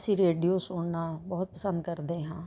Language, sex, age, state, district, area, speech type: Punjabi, female, 60+, Punjab, Rupnagar, urban, spontaneous